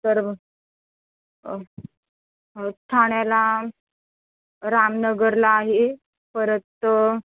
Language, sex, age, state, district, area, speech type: Marathi, female, 18-30, Maharashtra, Solapur, urban, conversation